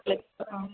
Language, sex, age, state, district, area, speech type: Malayalam, female, 45-60, Kerala, Pathanamthitta, rural, conversation